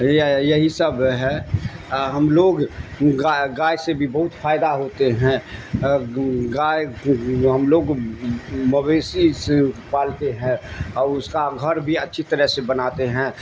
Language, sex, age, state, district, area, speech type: Urdu, male, 60+, Bihar, Darbhanga, rural, spontaneous